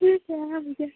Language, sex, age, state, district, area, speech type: Hindi, female, 18-30, Uttar Pradesh, Ghazipur, rural, conversation